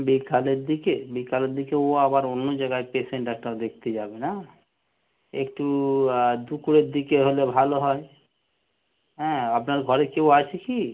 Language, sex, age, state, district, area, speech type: Bengali, male, 45-60, West Bengal, North 24 Parganas, urban, conversation